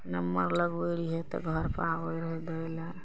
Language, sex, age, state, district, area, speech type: Maithili, female, 45-60, Bihar, Araria, rural, spontaneous